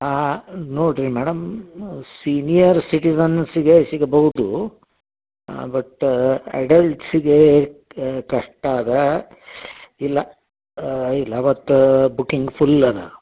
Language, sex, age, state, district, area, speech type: Kannada, male, 60+, Karnataka, Dharwad, rural, conversation